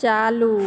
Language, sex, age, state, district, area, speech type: Hindi, female, 45-60, Bihar, Begusarai, rural, read